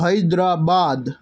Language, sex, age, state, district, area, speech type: Gujarati, male, 18-30, Gujarat, Rajkot, urban, spontaneous